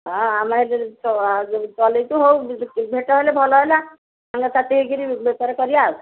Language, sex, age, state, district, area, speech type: Odia, female, 60+, Odisha, Jharsuguda, rural, conversation